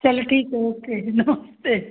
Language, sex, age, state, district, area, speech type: Hindi, female, 45-60, Madhya Pradesh, Jabalpur, urban, conversation